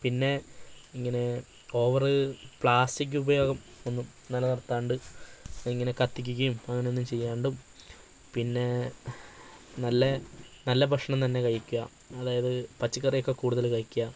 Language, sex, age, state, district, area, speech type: Malayalam, female, 18-30, Kerala, Wayanad, rural, spontaneous